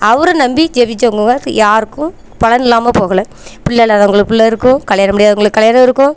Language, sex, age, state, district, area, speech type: Tamil, female, 30-45, Tamil Nadu, Thoothukudi, rural, spontaneous